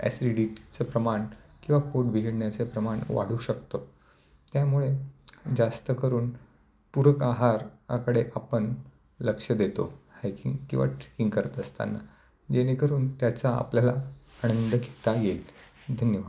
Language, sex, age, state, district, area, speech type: Marathi, male, 30-45, Maharashtra, Nashik, urban, spontaneous